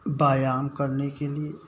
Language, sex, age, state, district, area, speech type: Hindi, male, 60+, Uttar Pradesh, Jaunpur, rural, spontaneous